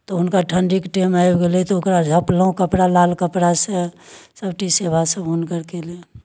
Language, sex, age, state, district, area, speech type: Maithili, female, 60+, Bihar, Darbhanga, urban, spontaneous